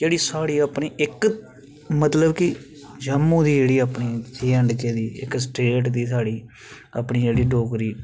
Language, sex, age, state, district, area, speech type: Dogri, male, 18-30, Jammu and Kashmir, Reasi, rural, spontaneous